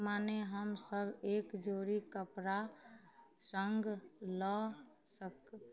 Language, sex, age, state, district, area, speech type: Maithili, female, 30-45, Bihar, Madhubani, rural, read